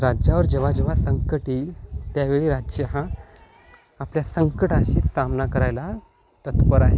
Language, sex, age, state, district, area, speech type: Marathi, male, 18-30, Maharashtra, Hingoli, urban, spontaneous